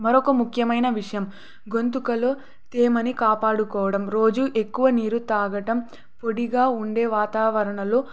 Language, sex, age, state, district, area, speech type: Telugu, female, 18-30, Andhra Pradesh, Sri Satya Sai, urban, spontaneous